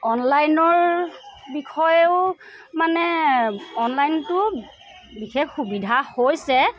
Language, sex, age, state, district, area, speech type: Assamese, female, 45-60, Assam, Sivasagar, urban, spontaneous